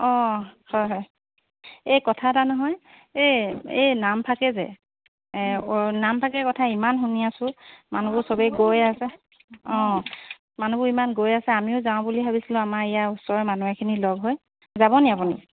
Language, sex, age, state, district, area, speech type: Assamese, female, 45-60, Assam, Dibrugarh, urban, conversation